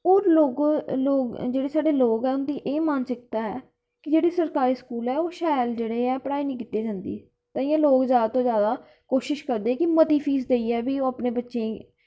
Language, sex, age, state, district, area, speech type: Dogri, female, 18-30, Jammu and Kashmir, Kathua, rural, spontaneous